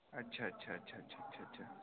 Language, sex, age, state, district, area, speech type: Urdu, male, 18-30, Uttar Pradesh, Saharanpur, urban, conversation